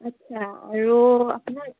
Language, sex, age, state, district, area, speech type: Assamese, female, 18-30, Assam, Dibrugarh, rural, conversation